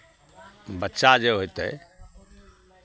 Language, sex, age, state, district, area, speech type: Maithili, male, 60+, Bihar, Araria, rural, spontaneous